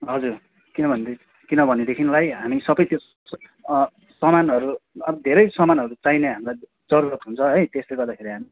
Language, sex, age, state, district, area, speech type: Nepali, male, 30-45, West Bengal, Kalimpong, rural, conversation